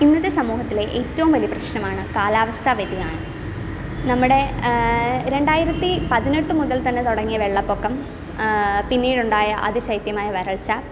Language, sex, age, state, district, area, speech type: Malayalam, female, 18-30, Kerala, Kottayam, rural, spontaneous